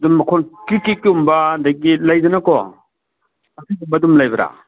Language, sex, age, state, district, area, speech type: Manipuri, male, 45-60, Manipur, Kangpokpi, urban, conversation